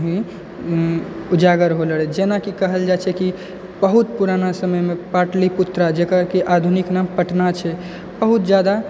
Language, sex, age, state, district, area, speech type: Maithili, male, 18-30, Bihar, Purnia, urban, spontaneous